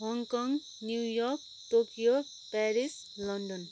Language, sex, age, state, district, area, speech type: Nepali, female, 30-45, West Bengal, Kalimpong, rural, spontaneous